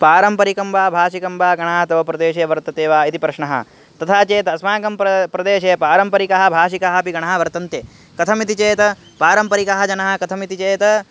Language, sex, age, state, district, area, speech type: Sanskrit, male, 18-30, Uttar Pradesh, Hardoi, urban, spontaneous